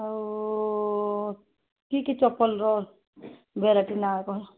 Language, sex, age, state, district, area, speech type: Odia, female, 45-60, Odisha, Sambalpur, rural, conversation